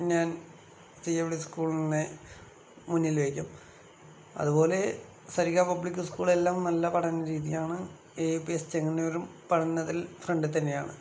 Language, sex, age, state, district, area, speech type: Malayalam, male, 30-45, Kerala, Palakkad, rural, spontaneous